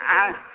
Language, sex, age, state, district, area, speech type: Maithili, female, 18-30, Bihar, Muzaffarpur, rural, conversation